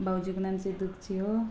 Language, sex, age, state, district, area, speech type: Nepali, female, 18-30, West Bengal, Alipurduar, urban, spontaneous